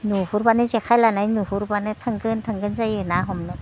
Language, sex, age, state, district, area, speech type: Bodo, female, 60+, Assam, Udalguri, rural, spontaneous